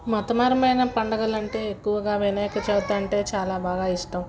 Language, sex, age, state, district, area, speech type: Telugu, female, 45-60, Andhra Pradesh, Guntur, urban, spontaneous